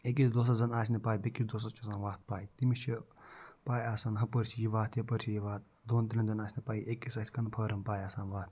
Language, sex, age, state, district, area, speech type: Kashmiri, male, 45-60, Jammu and Kashmir, Budgam, urban, spontaneous